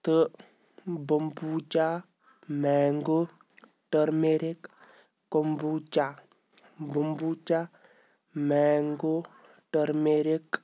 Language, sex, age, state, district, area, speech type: Kashmiri, male, 30-45, Jammu and Kashmir, Shopian, rural, read